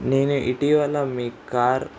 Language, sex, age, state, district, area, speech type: Telugu, male, 18-30, Andhra Pradesh, Kurnool, urban, spontaneous